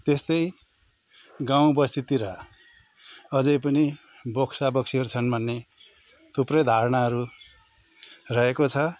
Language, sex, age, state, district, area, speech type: Nepali, male, 45-60, West Bengal, Jalpaiguri, urban, spontaneous